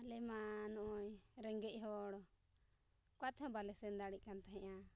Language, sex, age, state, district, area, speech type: Santali, female, 30-45, Jharkhand, Pakur, rural, spontaneous